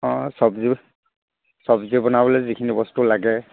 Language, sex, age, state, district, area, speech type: Assamese, male, 60+, Assam, Sivasagar, rural, conversation